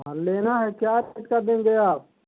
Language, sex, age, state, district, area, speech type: Hindi, male, 30-45, Uttar Pradesh, Mau, urban, conversation